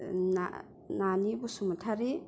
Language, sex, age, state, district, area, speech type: Bodo, female, 18-30, Assam, Kokrajhar, urban, spontaneous